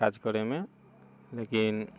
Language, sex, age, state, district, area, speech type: Maithili, male, 30-45, Bihar, Muzaffarpur, rural, spontaneous